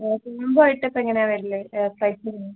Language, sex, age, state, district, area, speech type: Malayalam, female, 18-30, Kerala, Kozhikode, rural, conversation